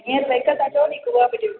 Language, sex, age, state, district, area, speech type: Sindhi, female, 45-60, Gujarat, Junagadh, urban, conversation